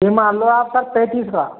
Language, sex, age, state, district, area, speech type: Hindi, male, 18-30, Rajasthan, Bharatpur, rural, conversation